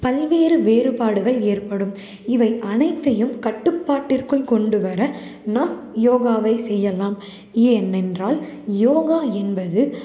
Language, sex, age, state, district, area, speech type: Tamil, female, 18-30, Tamil Nadu, Salem, urban, spontaneous